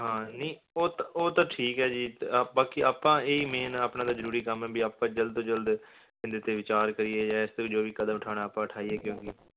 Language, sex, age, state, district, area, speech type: Punjabi, male, 18-30, Punjab, Fazilka, rural, conversation